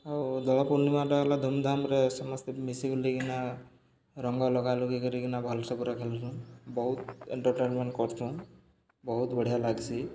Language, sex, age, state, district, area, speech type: Odia, male, 30-45, Odisha, Subarnapur, urban, spontaneous